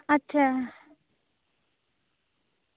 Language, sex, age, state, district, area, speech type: Santali, female, 18-30, West Bengal, Bankura, rural, conversation